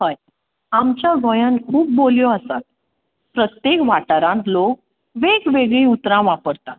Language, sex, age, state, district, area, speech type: Goan Konkani, female, 45-60, Goa, Tiswadi, rural, conversation